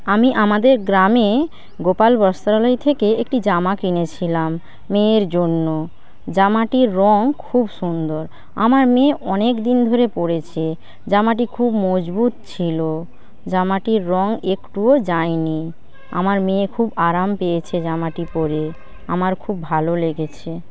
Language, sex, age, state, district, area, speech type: Bengali, female, 45-60, West Bengal, Paschim Medinipur, rural, spontaneous